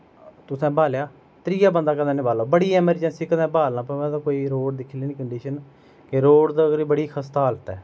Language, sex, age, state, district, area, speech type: Dogri, male, 30-45, Jammu and Kashmir, Udhampur, rural, spontaneous